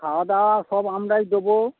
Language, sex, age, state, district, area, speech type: Bengali, male, 45-60, West Bengal, Dakshin Dinajpur, rural, conversation